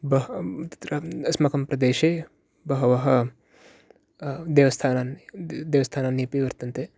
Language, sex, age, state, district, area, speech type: Sanskrit, male, 18-30, Karnataka, Uttara Kannada, urban, spontaneous